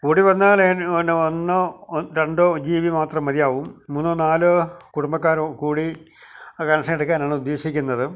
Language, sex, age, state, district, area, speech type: Malayalam, male, 60+, Kerala, Alappuzha, rural, spontaneous